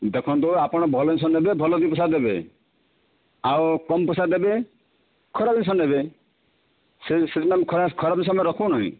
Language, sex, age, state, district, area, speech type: Odia, male, 60+, Odisha, Boudh, rural, conversation